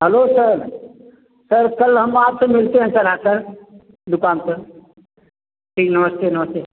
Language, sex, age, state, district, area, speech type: Hindi, male, 45-60, Uttar Pradesh, Azamgarh, rural, conversation